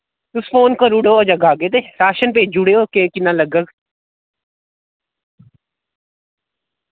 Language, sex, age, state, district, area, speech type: Dogri, male, 30-45, Jammu and Kashmir, Reasi, rural, conversation